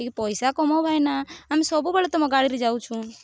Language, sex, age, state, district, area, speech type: Odia, female, 18-30, Odisha, Rayagada, rural, spontaneous